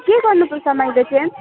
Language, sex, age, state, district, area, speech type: Nepali, female, 18-30, West Bengal, Alipurduar, urban, conversation